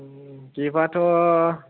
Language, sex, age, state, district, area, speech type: Bodo, male, 18-30, Assam, Kokrajhar, rural, conversation